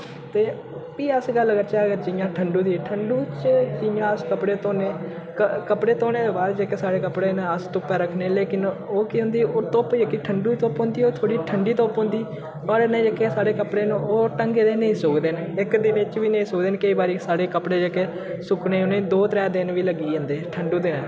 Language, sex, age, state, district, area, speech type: Dogri, male, 18-30, Jammu and Kashmir, Udhampur, rural, spontaneous